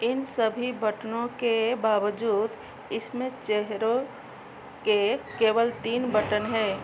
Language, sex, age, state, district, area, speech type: Hindi, female, 45-60, Madhya Pradesh, Chhindwara, rural, read